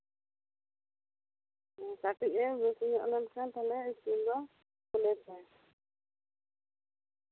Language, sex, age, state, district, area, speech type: Santali, female, 30-45, West Bengal, Bankura, rural, conversation